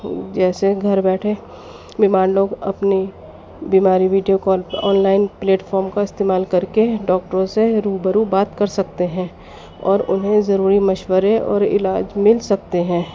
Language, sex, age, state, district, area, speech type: Urdu, female, 30-45, Delhi, East Delhi, urban, spontaneous